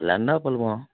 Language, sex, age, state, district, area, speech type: Telugu, male, 18-30, Andhra Pradesh, Bapatla, rural, conversation